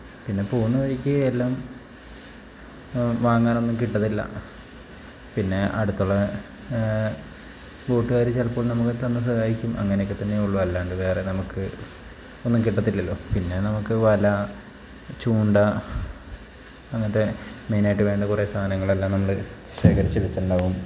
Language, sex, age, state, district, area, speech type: Malayalam, male, 30-45, Kerala, Wayanad, rural, spontaneous